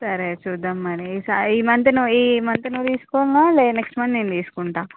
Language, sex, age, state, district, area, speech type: Telugu, female, 18-30, Telangana, Vikarabad, urban, conversation